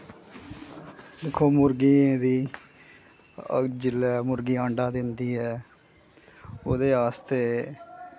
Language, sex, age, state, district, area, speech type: Dogri, male, 30-45, Jammu and Kashmir, Kathua, urban, spontaneous